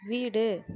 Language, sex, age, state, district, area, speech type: Tamil, female, 18-30, Tamil Nadu, Kallakurichi, rural, read